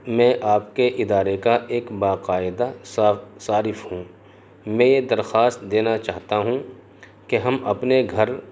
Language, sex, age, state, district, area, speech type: Urdu, male, 30-45, Delhi, North East Delhi, urban, spontaneous